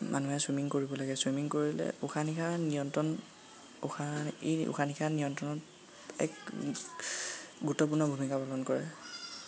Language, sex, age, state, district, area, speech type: Assamese, male, 18-30, Assam, Lakhimpur, rural, spontaneous